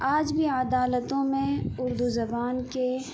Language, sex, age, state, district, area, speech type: Urdu, female, 45-60, Bihar, Khagaria, rural, spontaneous